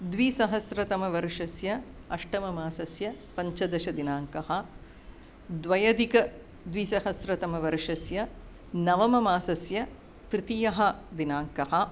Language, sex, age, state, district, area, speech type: Sanskrit, female, 45-60, Tamil Nadu, Chennai, urban, spontaneous